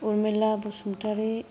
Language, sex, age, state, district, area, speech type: Bodo, female, 30-45, Assam, Kokrajhar, rural, spontaneous